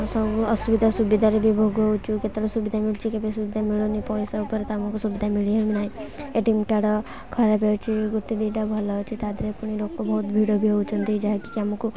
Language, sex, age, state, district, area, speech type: Odia, female, 18-30, Odisha, Kendrapara, urban, spontaneous